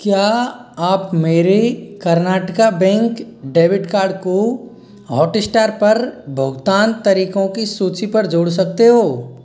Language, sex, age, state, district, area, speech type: Hindi, male, 45-60, Rajasthan, Karauli, rural, read